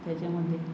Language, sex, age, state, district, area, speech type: Marathi, male, 30-45, Maharashtra, Nagpur, urban, spontaneous